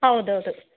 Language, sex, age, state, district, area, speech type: Kannada, female, 45-60, Karnataka, Chikkaballapur, rural, conversation